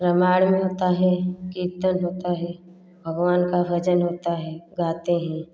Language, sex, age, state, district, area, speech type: Hindi, female, 18-30, Uttar Pradesh, Prayagraj, rural, spontaneous